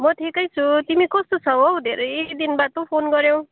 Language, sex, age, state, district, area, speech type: Nepali, female, 18-30, West Bengal, Kalimpong, rural, conversation